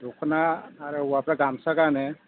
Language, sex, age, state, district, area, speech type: Bodo, male, 45-60, Assam, Chirang, urban, conversation